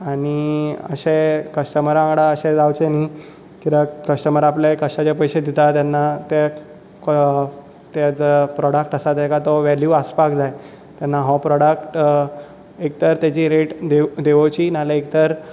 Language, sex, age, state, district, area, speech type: Goan Konkani, male, 18-30, Goa, Bardez, urban, spontaneous